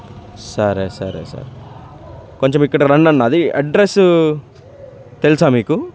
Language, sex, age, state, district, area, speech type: Telugu, male, 30-45, Andhra Pradesh, Bapatla, urban, spontaneous